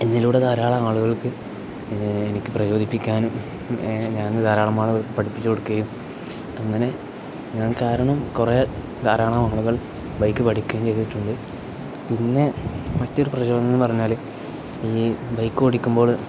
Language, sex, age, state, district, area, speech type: Malayalam, male, 18-30, Kerala, Kozhikode, rural, spontaneous